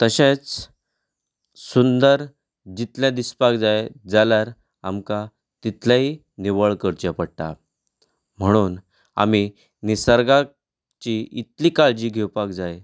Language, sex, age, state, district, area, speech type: Goan Konkani, male, 30-45, Goa, Canacona, rural, spontaneous